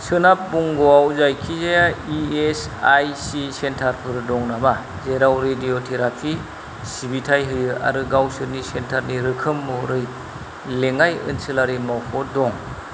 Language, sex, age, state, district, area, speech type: Bodo, male, 45-60, Assam, Kokrajhar, rural, read